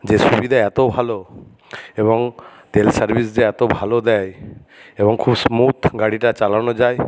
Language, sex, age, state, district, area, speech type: Bengali, male, 60+, West Bengal, Jhargram, rural, spontaneous